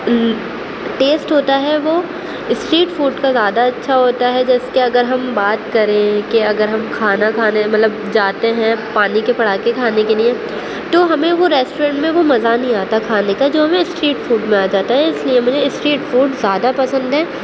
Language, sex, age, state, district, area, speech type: Urdu, female, 18-30, Uttar Pradesh, Aligarh, urban, spontaneous